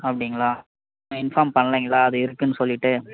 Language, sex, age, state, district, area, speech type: Tamil, male, 18-30, Tamil Nadu, Dharmapuri, rural, conversation